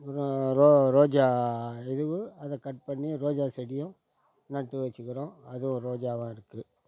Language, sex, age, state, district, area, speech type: Tamil, male, 60+, Tamil Nadu, Tiruvannamalai, rural, spontaneous